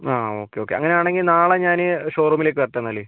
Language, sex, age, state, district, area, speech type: Malayalam, male, 18-30, Kerala, Wayanad, rural, conversation